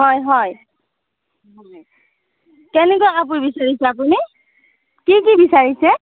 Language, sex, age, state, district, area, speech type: Assamese, female, 45-60, Assam, Darrang, rural, conversation